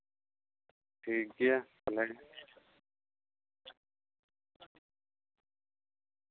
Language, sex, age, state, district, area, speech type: Santali, male, 18-30, West Bengal, Bankura, rural, conversation